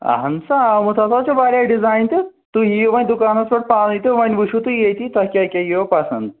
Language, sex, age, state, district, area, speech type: Kashmiri, male, 45-60, Jammu and Kashmir, Srinagar, urban, conversation